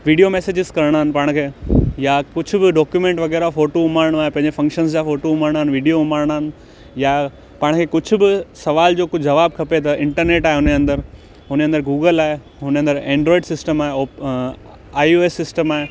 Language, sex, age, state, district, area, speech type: Sindhi, male, 18-30, Gujarat, Kutch, urban, spontaneous